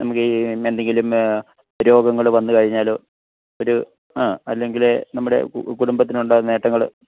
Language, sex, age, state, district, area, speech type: Malayalam, male, 60+, Kerala, Kottayam, urban, conversation